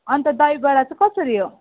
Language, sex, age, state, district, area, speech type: Nepali, female, 30-45, West Bengal, Jalpaiguri, urban, conversation